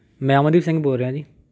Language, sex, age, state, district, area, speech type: Punjabi, male, 30-45, Punjab, Patiala, urban, spontaneous